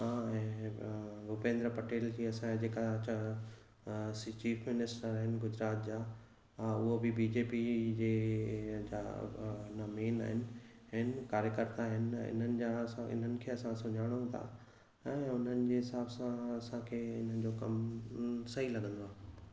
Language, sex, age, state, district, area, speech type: Sindhi, male, 30-45, Gujarat, Kutch, urban, spontaneous